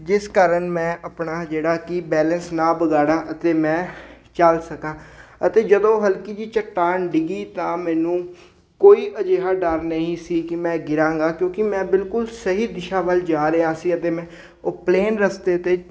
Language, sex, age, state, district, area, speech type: Punjabi, male, 18-30, Punjab, Hoshiarpur, rural, spontaneous